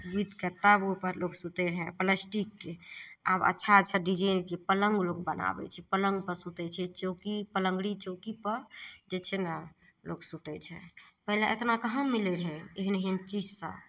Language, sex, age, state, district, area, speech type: Maithili, female, 30-45, Bihar, Madhepura, rural, spontaneous